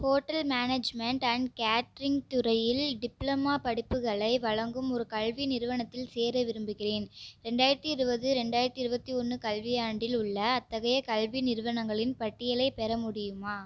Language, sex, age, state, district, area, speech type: Tamil, female, 18-30, Tamil Nadu, Tiruchirappalli, rural, read